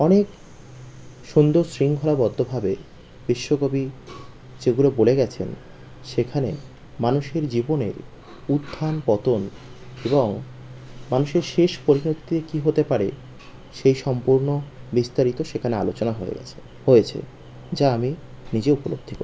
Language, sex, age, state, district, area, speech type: Bengali, male, 30-45, West Bengal, Birbhum, urban, spontaneous